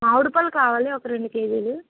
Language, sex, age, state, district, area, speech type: Telugu, female, 60+, Andhra Pradesh, Konaseema, rural, conversation